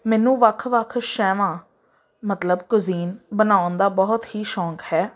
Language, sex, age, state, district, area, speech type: Punjabi, female, 30-45, Punjab, Amritsar, urban, spontaneous